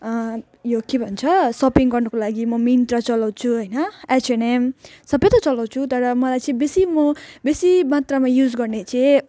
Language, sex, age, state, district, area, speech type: Nepali, female, 18-30, West Bengal, Jalpaiguri, rural, spontaneous